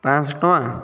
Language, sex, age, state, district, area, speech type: Odia, male, 30-45, Odisha, Nayagarh, rural, spontaneous